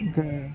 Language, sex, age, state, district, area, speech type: Telugu, male, 18-30, Andhra Pradesh, Anakapalli, rural, spontaneous